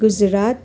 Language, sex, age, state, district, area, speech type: Nepali, female, 30-45, West Bengal, Darjeeling, rural, spontaneous